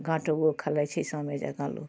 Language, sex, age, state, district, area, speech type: Maithili, female, 45-60, Bihar, Darbhanga, urban, spontaneous